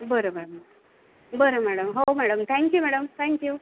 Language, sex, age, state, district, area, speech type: Marathi, female, 45-60, Maharashtra, Nanded, urban, conversation